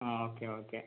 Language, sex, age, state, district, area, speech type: Malayalam, male, 18-30, Kerala, Malappuram, rural, conversation